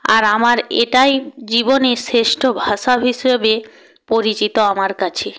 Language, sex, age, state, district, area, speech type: Bengali, female, 18-30, West Bengal, Purba Medinipur, rural, spontaneous